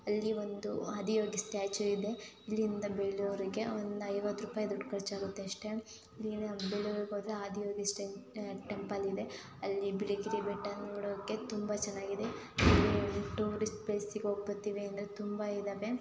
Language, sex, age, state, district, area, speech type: Kannada, female, 18-30, Karnataka, Hassan, rural, spontaneous